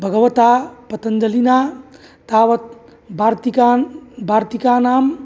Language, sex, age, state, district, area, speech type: Sanskrit, male, 45-60, Uttar Pradesh, Mirzapur, urban, spontaneous